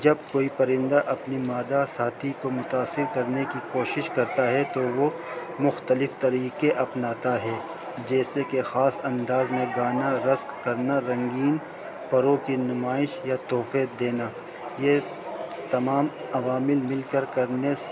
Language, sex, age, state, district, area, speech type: Urdu, male, 45-60, Delhi, North East Delhi, urban, spontaneous